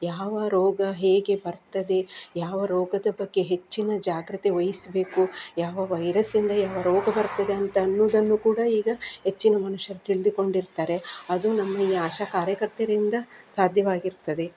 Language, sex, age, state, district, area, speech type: Kannada, female, 45-60, Karnataka, Udupi, rural, spontaneous